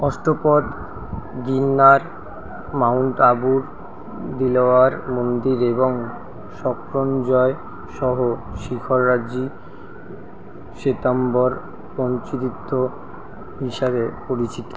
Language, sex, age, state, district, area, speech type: Bengali, male, 30-45, West Bengal, Kolkata, urban, read